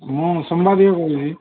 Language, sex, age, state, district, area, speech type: Odia, male, 60+, Odisha, Gajapati, rural, conversation